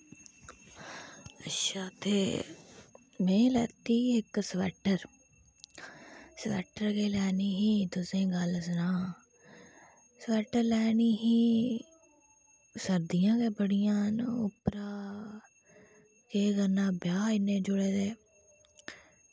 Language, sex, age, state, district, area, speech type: Dogri, female, 18-30, Jammu and Kashmir, Udhampur, rural, spontaneous